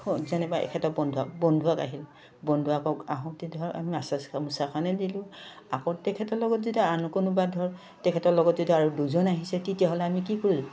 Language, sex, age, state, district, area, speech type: Assamese, female, 60+, Assam, Udalguri, rural, spontaneous